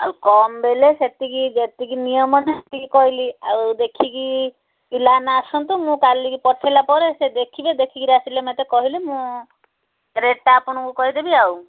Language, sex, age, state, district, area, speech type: Odia, female, 60+, Odisha, Gajapati, rural, conversation